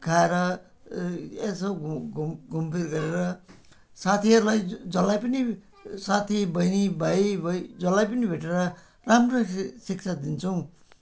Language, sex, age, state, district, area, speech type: Nepali, male, 60+, West Bengal, Jalpaiguri, rural, spontaneous